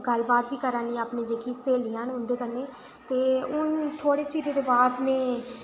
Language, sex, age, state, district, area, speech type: Dogri, female, 18-30, Jammu and Kashmir, Udhampur, rural, spontaneous